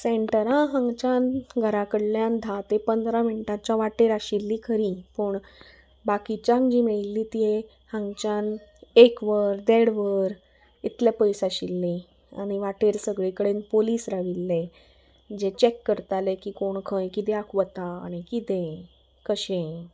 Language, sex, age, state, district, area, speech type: Goan Konkani, female, 18-30, Goa, Salcete, urban, spontaneous